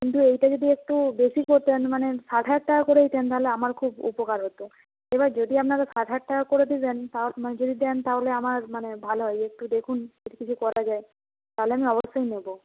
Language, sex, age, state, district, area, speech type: Bengali, female, 45-60, West Bengal, Purba Medinipur, rural, conversation